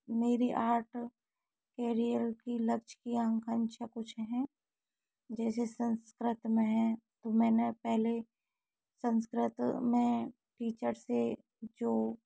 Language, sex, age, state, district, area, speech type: Hindi, female, 30-45, Rajasthan, Karauli, urban, spontaneous